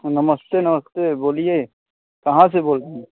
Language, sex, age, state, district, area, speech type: Hindi, male, 45-60, Uttar Pradesh, Pratapgarh, rural, conversation